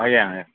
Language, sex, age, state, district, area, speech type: Odia, male, 45-60, Odisha, Sambalpur, rural, conversation